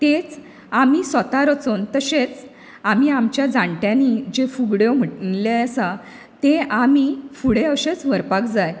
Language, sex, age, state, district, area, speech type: Goan Konkani, female, 30-45, Goa, Bardez, rural, spontaneous